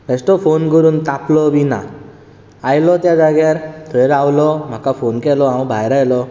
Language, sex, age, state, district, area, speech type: Goan Konkani, male, 18-30, Goa, Bardez, urban, spontaneous